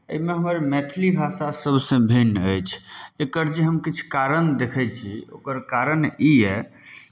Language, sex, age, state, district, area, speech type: Maithili, male, 30-45, Bihar, Samastipur, urban, spontaneous